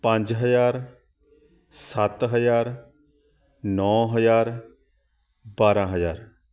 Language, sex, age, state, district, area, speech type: Punjabi, male, 30-45, Punjab, Shaheed Bhagat Singh Nagar, urban, spontaneous